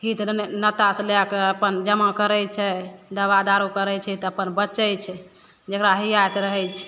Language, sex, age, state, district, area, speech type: Maithili, female, 18-30, Bihar, Begusarai, rural, spontaneous